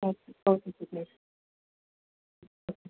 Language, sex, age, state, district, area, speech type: Tamil, female, 18-30, Tamil Nadu, Madurai, urban, conversation